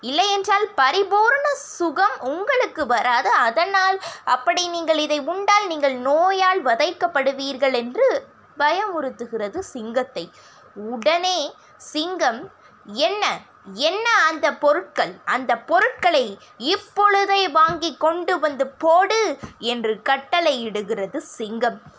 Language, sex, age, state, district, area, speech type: Tamil, female, 18-30, Tamil Nadu, Sivaganga, rural, spontaneous